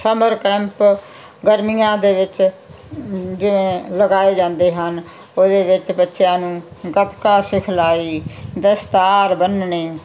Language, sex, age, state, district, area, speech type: Punjabi, female, 60+, Punjab, Muktsar, urban, spontaneous